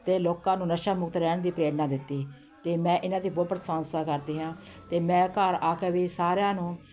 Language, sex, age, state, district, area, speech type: Punjabi, female, 45-60, Punjab, Patiala, urban, spontaneous